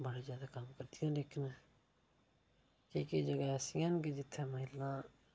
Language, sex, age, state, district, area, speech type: Dogri, male, 30-45, Jammu and Kashmir, Udhampur, rural, spontaneous